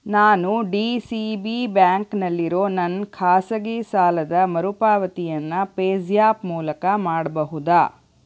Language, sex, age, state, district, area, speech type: Kannada, female, 30-45, Karnataka, Davanagere, urban, read